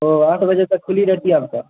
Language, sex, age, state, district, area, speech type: Urdu, male, 18-30, Bihar, Saharsa, rural, conversation